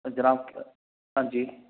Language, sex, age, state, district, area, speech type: Dogri, male, 30-45, Jammu and Kashmir, Reasi, urban, conversation